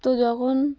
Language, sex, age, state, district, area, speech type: Bengali, female, 18-30, West Bengal, Cooch Behar, urban, spontaneous